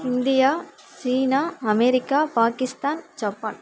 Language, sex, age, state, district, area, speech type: Tamil, female, 18-30, Tamil Nadu, Kallakurichi, urban, spontaneous